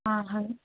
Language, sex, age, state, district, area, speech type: Kannada, female, 18-30, Karnataka, Tumkur, urban, conversation